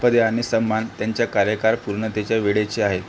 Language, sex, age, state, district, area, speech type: Marathi, male, 30-45, Maharashtra, Akola, rural, read